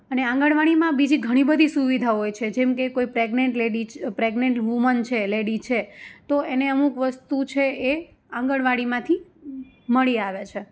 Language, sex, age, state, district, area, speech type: Gujarati, female, 30-45, Gujarat, Rajkot, rural, spontaneous